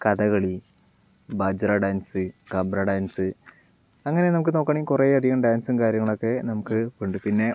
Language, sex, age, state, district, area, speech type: Malayalam, male, 60+, Kerala, Palakkad, rural, spontaneous